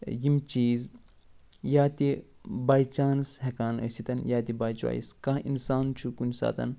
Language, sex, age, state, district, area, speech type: Kashmiri, male, 45-60, Jammu and Kashmir, Ganderbal, urban, spontaneous